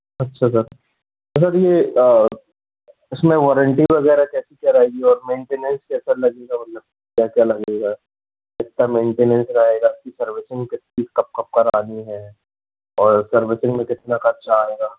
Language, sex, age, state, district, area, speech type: Hindi, male, 18-30, Madhya Pradesh, Jabalpur, urban, conversation